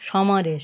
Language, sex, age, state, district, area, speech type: Bengali, male, 30-45, West Bengal, Birbhum, urban, spontaneous